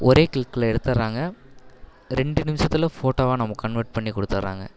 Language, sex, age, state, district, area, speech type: Tamil, male, 18-30, Tamil Nadu, Perambalur, urban, spontaneous